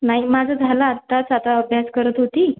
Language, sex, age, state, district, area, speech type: Marathi, female, 18-30, Maharashtra, Washim, rural, conversation